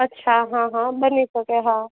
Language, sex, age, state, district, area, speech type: Gujarati, female, 30-45, Gujarat, Junagadh, urban, conversation